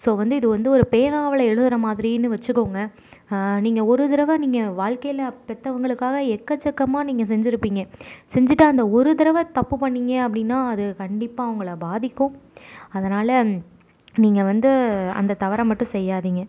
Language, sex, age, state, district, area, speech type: Tamil, female, 18-30, Tamil Nadu, Tiruvarur, rural, spontaneous